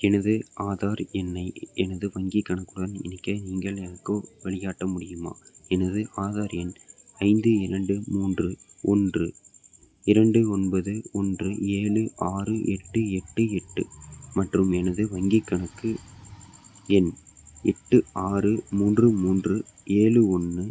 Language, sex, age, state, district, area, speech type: Tamil, male, 18-30, Tamil Nadu, Salem, rural, read